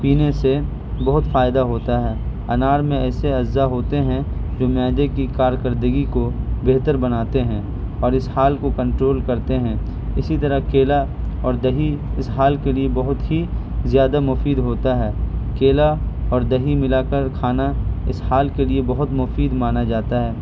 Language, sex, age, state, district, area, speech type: Urdu, male, 18-30, Bihar, Purnia, rural, spontaneous